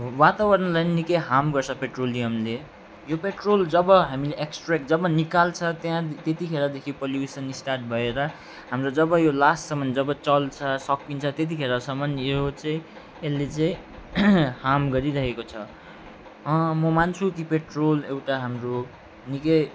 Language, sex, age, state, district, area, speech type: Nepali, male, 45-60, West Bengal, Alipurduar, urban, spontaneous